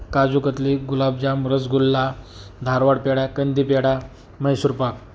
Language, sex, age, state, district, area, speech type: Marathi, male, 18-30, Maharashtra, Jalna, rural, spontaneous